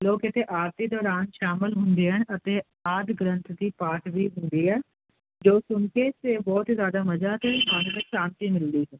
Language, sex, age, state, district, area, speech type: Punjabi, male, 18-30, Punjab, Kapurthala, urban, conversation